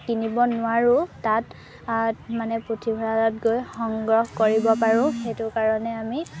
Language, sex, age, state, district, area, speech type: Assamese, female, 18-30, Assam, Golaghat, urban, spontaneous